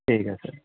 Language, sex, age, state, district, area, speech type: Assamese, male, 30-45, Assam, Dibrugarh, urban, conversation